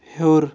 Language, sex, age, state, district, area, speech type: Kashmiri, male, 18-30, Jammu and Kashmir, Anantnag, rural, read